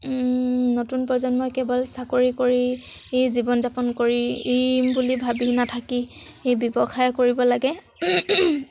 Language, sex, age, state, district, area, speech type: Assamese, female, 18-30, Assam, Sivasagar, rural, spontaneous